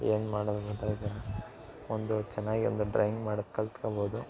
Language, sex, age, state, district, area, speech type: Kannada, male, 18-30, Karnataka, Mysore, urban, spontaneous